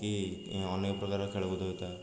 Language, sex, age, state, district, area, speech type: Odia, male, 18-30, Odisha, Khordha, rural, spontaneous